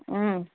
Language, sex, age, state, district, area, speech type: Kannada, female, 60+, Karnataka, Kolar, rural, conversation